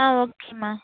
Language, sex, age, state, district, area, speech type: Tamil, female, 18-30, Tamil Nadu, Perambalur, rural, conversation